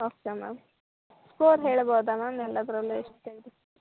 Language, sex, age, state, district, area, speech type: Kannada, female, 18-30, Karnataka, Chikkamagaluru, urban, conversation